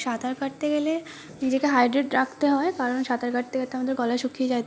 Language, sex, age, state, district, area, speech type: Bengali, female, 18-30, West Bengal, North 24 Parganas, urban, spontaneous